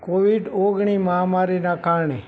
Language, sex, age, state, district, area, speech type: Gujarati, male, 18-30, Gujarat, Morbi, urban, spontaneous